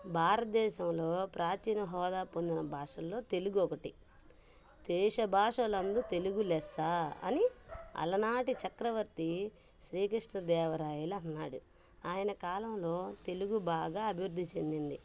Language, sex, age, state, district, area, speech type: Telugu, female, 30-45, Andhra Pradesh, Bapatla, urban, spontaneous